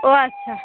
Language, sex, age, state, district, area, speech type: Bengali, female, 45-60, West Bengal, Darjeeling, urban, conversation